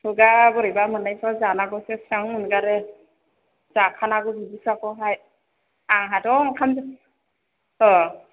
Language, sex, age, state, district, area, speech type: Bodo, female, 30-45, Assam, Chirang, urban, conversation